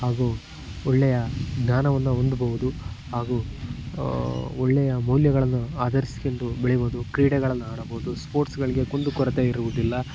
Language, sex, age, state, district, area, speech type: Kannada, male, 18-30, Karnataka, Chitradurga, rural, spontaneous